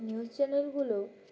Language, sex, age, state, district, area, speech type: Bengali, female, 18-30, West Bengal, Uttar Dinajpur, urban, spontaneous